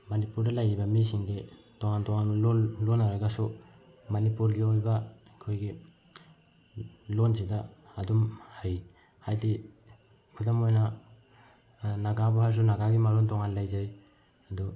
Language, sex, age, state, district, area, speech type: Manipuri, male, 18-30, Manipur, Bishnupur, rural, spontaneous